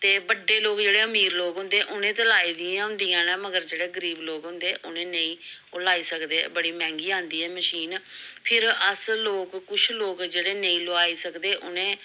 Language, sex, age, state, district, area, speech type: Dogri, female, 45-60, Jammu and Kashmir, Samba, urban, spontaneous